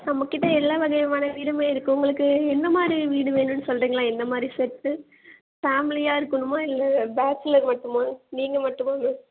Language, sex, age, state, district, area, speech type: Tamil, female, 18-30, Tamil Nadu, Nagapattinam, rural, conversation